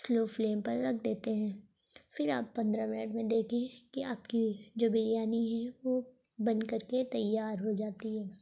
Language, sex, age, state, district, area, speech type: Urdu, female, 45-60, Uttar Pradesh, Lucknow, urban, spontaneous